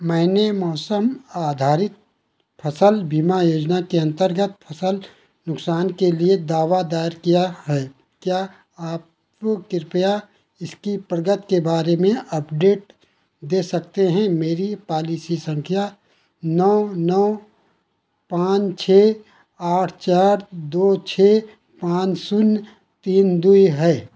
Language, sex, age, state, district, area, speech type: Hindi, male, 60+, Uttar Pradesh, Ayodhya, rural, read